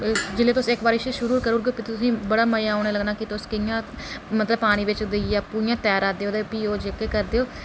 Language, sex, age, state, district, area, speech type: Dogri, male, 30-45, Jammu and Kashmir, Reasi, rural, spontaneous